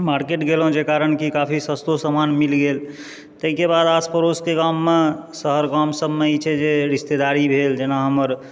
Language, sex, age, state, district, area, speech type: Maithili, male, 30-45, Bihar, Supaul, rural, spontaneous